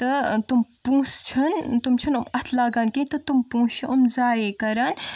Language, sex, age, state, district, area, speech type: Kashmiri, female, 30-45, Jammu and Kashmir, Bandipora, urban, spontaneous